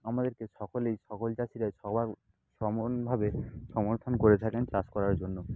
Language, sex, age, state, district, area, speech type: Bengali, male, 30-45, West Bengal, Nadia, rural, spontaneous